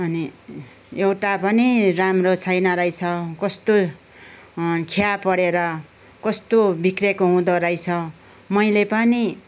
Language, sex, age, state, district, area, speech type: Nepali, female, 60+, West Bengal, Kalimpong, rural, spontaneous